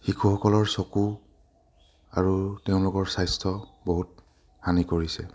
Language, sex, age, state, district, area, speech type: Assamese, male, 18-30, Assam, Lakhimpur, urban, spontaneous